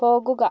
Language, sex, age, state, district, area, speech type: Malayalam, female, 18-30, Kerala, Kozhikode, urban, read